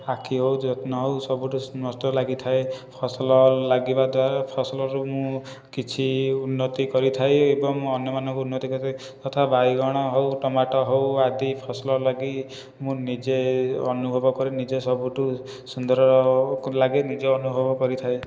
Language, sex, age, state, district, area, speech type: Odia, male, 18-30, Odisha, Khordha, rural, spontaneous